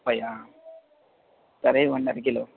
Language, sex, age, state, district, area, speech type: Telugu, male, 30-45, Andhra Pradesh, N T Rama Rao, urban, conversation